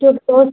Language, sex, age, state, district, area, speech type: Hindi, female, 30-45, Uttar Pradesh, Azamgarh, rural, conversation